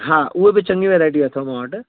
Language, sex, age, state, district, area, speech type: Sindhi, male, 45-60, Gujarat, Surat, urban, conversation